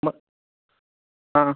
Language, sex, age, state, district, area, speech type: Marathi, male, 30-45, Maharashtra, Amravati, urban, conversation